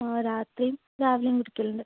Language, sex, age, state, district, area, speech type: Malayalam, female, 18-30, Kerala, Wayanad, rural, conversation